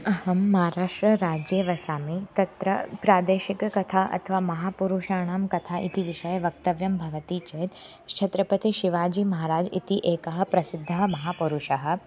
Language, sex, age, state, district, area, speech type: Sanskrit, female, 18-30, Maharashtra, Thane, urban, spontaneous